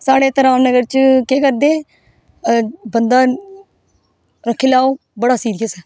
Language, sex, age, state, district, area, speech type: Dogri, female, 18-30, Jammu and Kashmir, Udhampur, rural, spontaneous